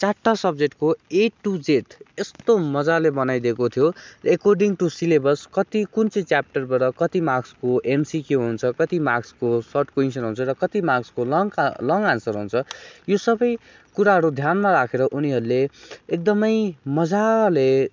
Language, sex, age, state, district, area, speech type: Nepali, male, 18-30, West Bengal, Darjeeling, rural, spontaneous